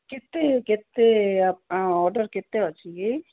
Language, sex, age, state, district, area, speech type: Odia, female, 60+, Odisha, Gajapati, rural, conversation